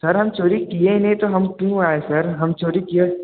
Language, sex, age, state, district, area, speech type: Hindi, male, 18-30, Uttar Pradesh, Mirzapur, urban, conversation